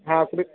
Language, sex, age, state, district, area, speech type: Marathi, male, 30-45, Maharashtra, Akola, urban, conversation